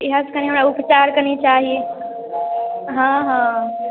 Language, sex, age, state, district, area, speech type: Maithili, female, 18-30, Bihar, Darbhanga, rural, conversation